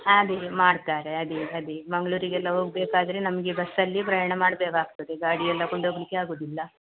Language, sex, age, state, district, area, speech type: Kannada, female, 45-60, Karnataka, Dakshina Kannada, rural, conversation